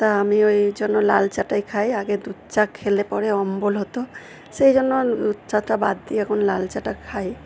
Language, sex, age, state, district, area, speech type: Bengali, female, 45-60, West Bengal, Purba Bardhaman, rural, spontaneous